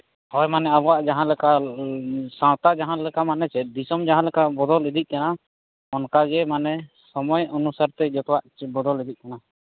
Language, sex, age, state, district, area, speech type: Santali, male, 30-45, Jharkhand, East Singhbhum, rural, conversation